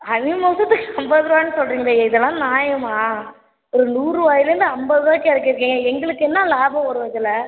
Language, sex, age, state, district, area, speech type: Tamil, female, 18-30, Tamil Nadu, Ariyalur, rural, conversation